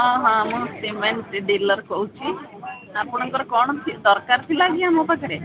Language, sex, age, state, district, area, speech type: Odia, female, 60+, Odisha, Gajapati, rural, conversation